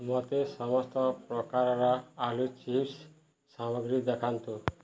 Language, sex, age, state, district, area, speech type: Odia, male, 30-45, Odisha, Balangir, urban, read